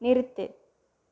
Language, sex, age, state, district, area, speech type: Tamil, female, 45-60, Tamil Nadu, Pudukkottai, urban, read